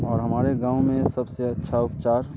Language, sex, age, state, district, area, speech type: Hindi, male, 30-45, Bihar, Muzaffarpur, rural, spontaneous